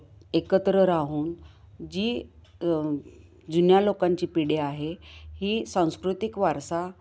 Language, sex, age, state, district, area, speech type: Marathi, female, 60+, Maharashtra, Kolhapur, urban, spontaneous